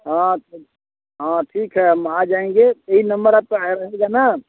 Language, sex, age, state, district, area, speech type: Hindi, male, 45-60, Uttar Pradesh, Chandauli, urban, conversation